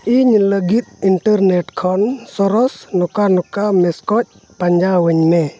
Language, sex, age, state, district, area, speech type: Santali, male, 30-45, Jharkhand, Pakur, rural, read